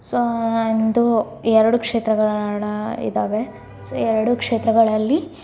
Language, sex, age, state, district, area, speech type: Kannada, female, 30-45, Karnataka, Davanagere, urban, spontaneous